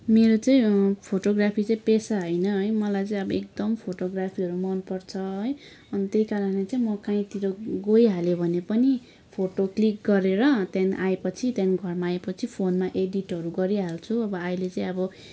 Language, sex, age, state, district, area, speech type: Nepali, female, 18-30, West Bengal, Kalimpong, rural, spontaneous